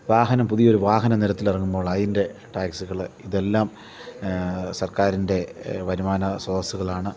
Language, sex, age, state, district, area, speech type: Malayalam, male, 45-60, Kerala, Kottayam, urban, spontaneous